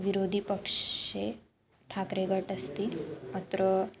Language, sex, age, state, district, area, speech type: Sanskrit, female, 18-30, Maharashtra, Nagpur, urban, spontaneous